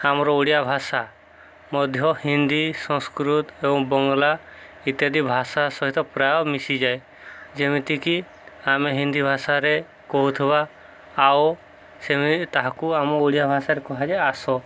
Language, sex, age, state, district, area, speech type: Odia, male, 30-45, Odisha, Subarnapur, urban, spontaneous